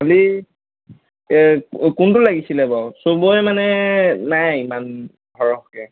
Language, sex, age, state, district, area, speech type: Assamese, male, 18-30, Assam, Lakhimpur, rural, conversation